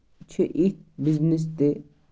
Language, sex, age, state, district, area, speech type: Kashmiri, male, 18-30, Jammu and Kashmir, Baramulla, rural, spontaneous